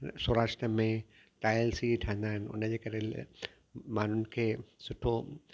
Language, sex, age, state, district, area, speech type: Sindhi, male, 60+, Gujarat, Kutch, urban, spontaneous